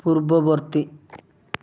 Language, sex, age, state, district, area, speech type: Odia, male, 18-30, Odisha, Rayagada, rural, read